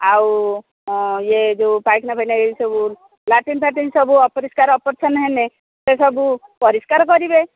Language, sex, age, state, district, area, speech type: Odia, female, 45-60, Odisha, Angul, rural, conversation